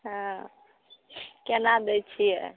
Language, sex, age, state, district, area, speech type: Maithili, female, 18-30, Bihar, Samastipur, rural, conversation